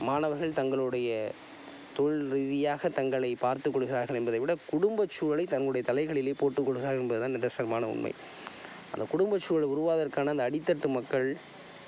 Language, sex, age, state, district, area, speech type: Tamil, male, 30-45, Tamil Nadu, Tiruvarur, rural, spontaneous